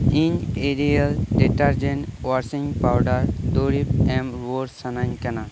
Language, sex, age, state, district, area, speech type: Santali, male, 18-30, West Bengal, Birbhum, rural, read